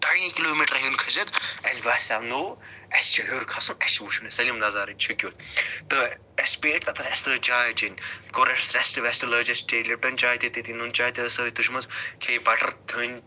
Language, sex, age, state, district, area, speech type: Kashmiri, male, 45-60, Jammu and Kashmir, Budgam, urban, spontaneous